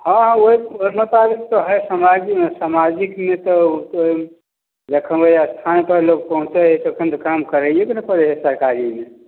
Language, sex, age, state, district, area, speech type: Maithili, male, 60+, Bihar, Samastipur, rural, conversation